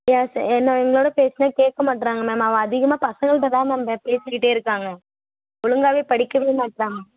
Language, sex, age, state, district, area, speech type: Tamil, female, 18-30, Tamil Nadu, Mayiladuthurai, urban, conversation